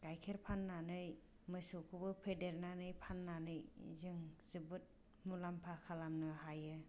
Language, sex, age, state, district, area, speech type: Bodo, female, 18-30, Assam, Kokrajhar, rural, spontaneous